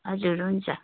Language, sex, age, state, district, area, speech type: Nepali, female, 60+, West Bengal, Darjeeling, rural, conversation